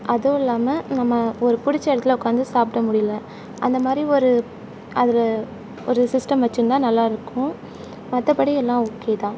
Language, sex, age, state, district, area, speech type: Tamil, female, 18-30, Tamil Nadu, Tiruvarur, rural, spontaneous